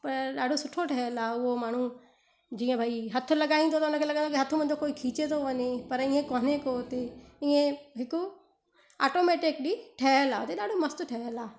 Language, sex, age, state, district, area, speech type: Sindhi, female, 30-45, Gujarat, Surat, urban, spontaneous